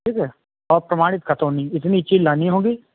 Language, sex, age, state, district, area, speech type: Hindi, male, 45-60, Uttar Pradesh, Sitapur, rural, conversation